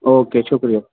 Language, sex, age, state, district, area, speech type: Urdu, male, 18-30, Delhi, North West Delhi, urban, conversation